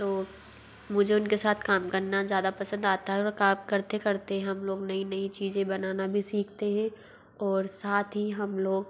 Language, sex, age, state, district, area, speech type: Hindi, female, 45-60, Madhya Pradesh, Bhopal, urban, spontaneous